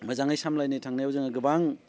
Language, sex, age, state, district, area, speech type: Bodo, male, 30-45, Assam, Baksa, rural, spontaneous